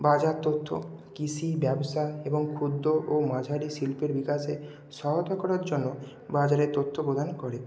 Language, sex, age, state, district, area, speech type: Bengali, male, 18-30, West Bengal, Bankura, urban, spontaneous